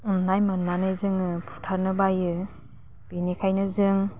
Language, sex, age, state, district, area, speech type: Bodo, female, 30-45, Assam, Udalguri, rural, spontaneous